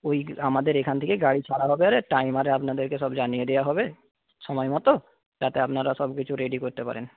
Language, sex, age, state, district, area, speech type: Bengali, male, 30-45, West Bengal, Paschim Medinipur, rural, conversation